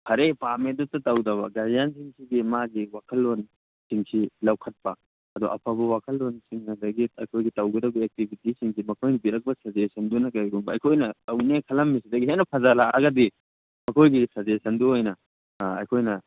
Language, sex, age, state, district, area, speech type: Manipuri, male, 30-45, Manipur, Churachandpur, rural, conversation